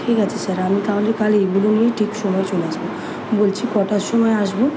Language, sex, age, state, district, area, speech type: Bengali, female, 18-30, West Bengal, Kolkata, urban, spontaneous